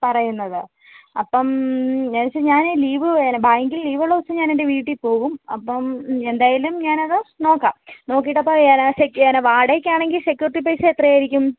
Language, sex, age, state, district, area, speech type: Malayalam, female, 18-30, Kerala, Kozhikode, rural, conversation